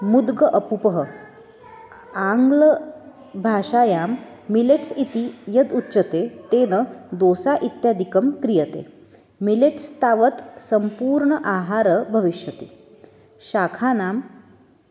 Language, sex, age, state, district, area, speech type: Sanskrit, female, 30-45, Maharashtra, Nagpur, urban, spontaneous